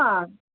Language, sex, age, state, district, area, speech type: Sanskrit, female, 60+, Karnataka, Mysore, urban, conversation